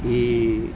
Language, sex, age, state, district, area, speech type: Kannada, male, 60+, Karnataka, Dakshina Kannada, rural, spontaneous